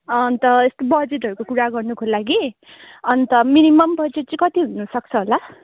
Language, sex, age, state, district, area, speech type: Nepali, female, 45-60, West Bengal, Darjeeling, rural, conversation